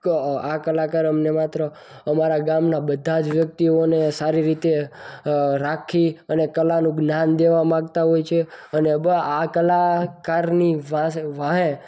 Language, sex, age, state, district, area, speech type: Gujarati, male, 18-30, Gujarat, Surat, rural, spontaneous